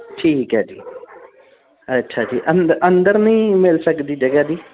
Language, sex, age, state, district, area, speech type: Punjabi, male, 30-45, Punjab, Amritsar, urban, conversation